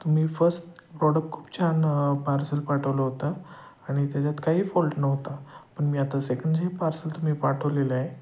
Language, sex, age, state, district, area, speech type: Marathi, male, 30-45, Maharashtra, Satara, urban, spontaneous